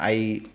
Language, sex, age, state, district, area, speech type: Marathi, male, 18-30, Maharashtra, Buldhana, urban, spontaneous